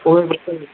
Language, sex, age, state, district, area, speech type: Tamil, male, 18-30, Tamil Nadu, Madurai, urban, conversation